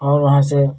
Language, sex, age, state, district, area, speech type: Hindi, male, 60+, Uttar Pradesh, Lucknow, rural, spontaneous